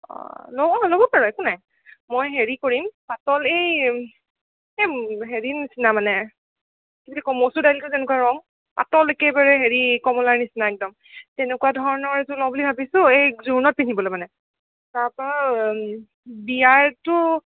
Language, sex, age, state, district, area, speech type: Assamese, female, 18-30, Assam, Sonitpur, rural, conversation